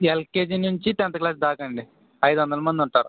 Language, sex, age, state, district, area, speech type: Telugu, male, 18-30, Andhra Pradesh, West Godavari, rural, conversation